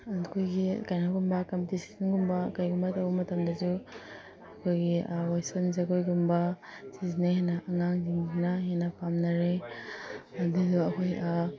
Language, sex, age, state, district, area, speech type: Manipuri, female, 30-45, Manipur, Imphal East, rural, spontaneous